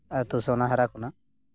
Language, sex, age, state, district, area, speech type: Santali, male, 30-45, West Bengal, Purulia, rural, spontaneous